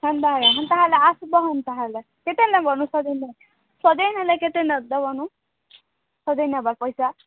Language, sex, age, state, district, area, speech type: Odia, female, 18-30, Odisha, Kalahandi, rural, conversation